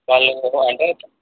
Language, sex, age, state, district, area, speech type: Telugu, male, 18-30, Andhra Pradesh, N T Rama Rao, rural, conversation